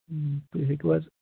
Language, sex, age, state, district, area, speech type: Kashmiri, male, 18-30, Jammu and Kashmir, Pulwama, urban, conversation